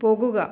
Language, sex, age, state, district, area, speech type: Malayalam, female, 30-45, Kerala, Thrissur, urban, read